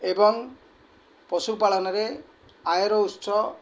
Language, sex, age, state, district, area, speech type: Odia, male, 45-60, Odisha, Kendrapara, urban, spontaneous